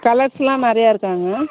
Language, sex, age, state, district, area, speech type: Tamil, female, 45-60, Tamil Nadu, Ariyalur, rural, conversation